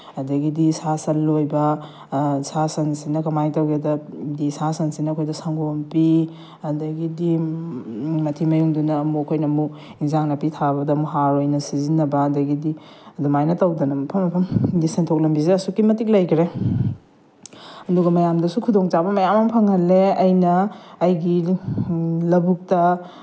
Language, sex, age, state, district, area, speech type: Manipuri, female, 30-45, Manipur, Bishnupur, rural, spontaneous